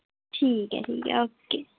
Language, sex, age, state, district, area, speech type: Dogri, female, 18-30, Jammu and Kashmir, Samba, urban, conversation